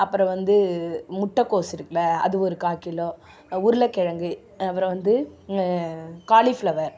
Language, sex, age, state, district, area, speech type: Tamil, female, 45-60, Tamil Nadu, Nagapattinam, urban, spontaneous